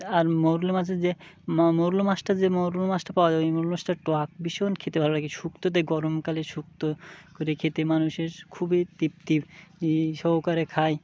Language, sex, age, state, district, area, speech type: Bengali, male, 30-45, West Bengal, Birbhum, urban, spontaneous